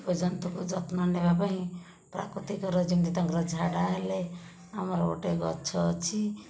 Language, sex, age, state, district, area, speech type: Odia, female, 60+, Odisha, Khordha, rural, spontaneous